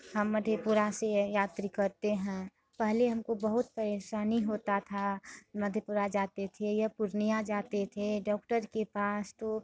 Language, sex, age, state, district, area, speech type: Hindi, female, 30-45, Bihar, Madhepura, rural, spontaneous